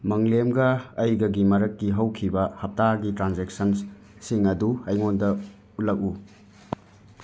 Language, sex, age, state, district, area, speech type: Manipuri, male, 45-60, Manipur, Imphal West, rural, read